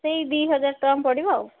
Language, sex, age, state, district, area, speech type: Odia, female, 45-60, Odisha, Sundergarh, rural, conversation